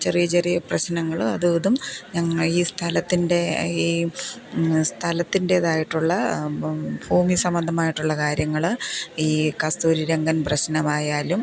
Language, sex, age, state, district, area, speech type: Malayalam, female, 45-60, Kerala, Thiruvananthapuram, rural, spontaneous